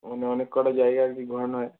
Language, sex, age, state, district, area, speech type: Bengali, male, 18-30, West Bengal, South 24 Parganas, rural, conversation